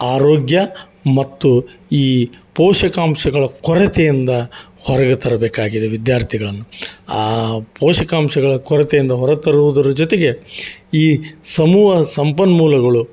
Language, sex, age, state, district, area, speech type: Kannada, male, 45-60, Karnataka, Gadag, rural, spontaneous